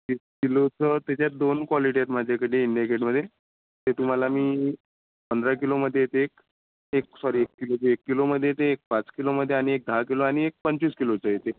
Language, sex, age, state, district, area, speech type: Marathi, male, 30-45, Maharashtra, Amravati, rural, conversation